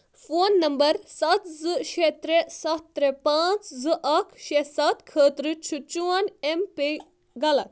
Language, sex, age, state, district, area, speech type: Kashmiri, female, 18-30, Jammu and Kashmir, Budgam, rural, read